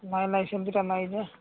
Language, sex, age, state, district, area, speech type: Odia, male, 45-60, Odisha, Nabarangpur, rural, conversation